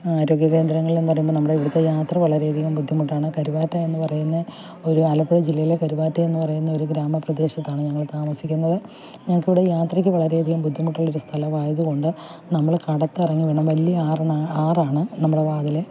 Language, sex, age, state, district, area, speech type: Malayalam, female, 60+, Kerala, Alappuzha, rural, spontaneous